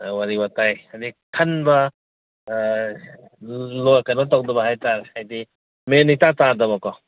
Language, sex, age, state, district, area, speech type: Manipuri, male, 60+, Manipur, Kangpokpi, urban, conversation